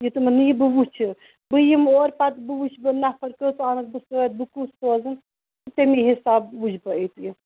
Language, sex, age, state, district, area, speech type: Kashmiri, female, 30-45, Jammu and Kashmir, Ganderbal, rural, conversation